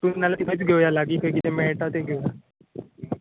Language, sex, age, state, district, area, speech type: Goan Konkani, male, 18-30, Goa, Tiswadi, rural, conversation